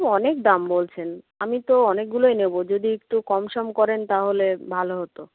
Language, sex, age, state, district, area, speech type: Bengali, female, 60+, West Bengal, Nadia, rural, conversation